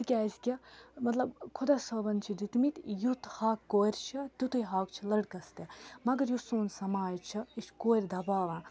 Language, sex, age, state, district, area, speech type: Kashmiri, female, 18-30, Jammu and Kashmir, Baramulla, urban, spontaneous